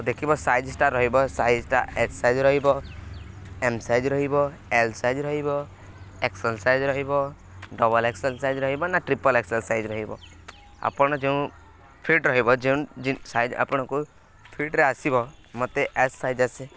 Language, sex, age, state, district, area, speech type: Odia, male, 18-30, Odisha, Nuapada, rural, spontaneous